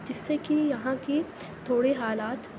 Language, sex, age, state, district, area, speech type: Urdu, female, 18-30, Uttar Pradesh, Aligarh, urban, spontaneous